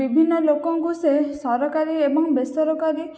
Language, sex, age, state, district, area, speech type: Odia, female, 18-30, Odisha, Jajpur, rural, spontaneous